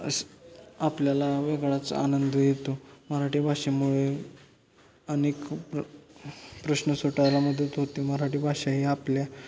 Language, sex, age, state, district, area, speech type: Marathi, male, 18-30, Maharashtra, Satara, urban, spontaneous